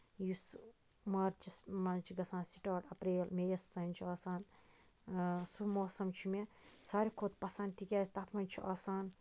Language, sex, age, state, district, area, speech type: Kashmiri, female, 30-45, Jammu and Kashmir, Baramulla, rural, spontaneous